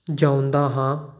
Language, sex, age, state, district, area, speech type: Punjabi, male, 18-30, Punjab, Patiala, urban, spontaneous